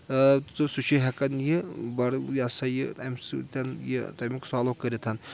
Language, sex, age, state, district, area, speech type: Kashmiri, male, 30-45, Jammu and Kashmir, Anantnag, rural, spontaneous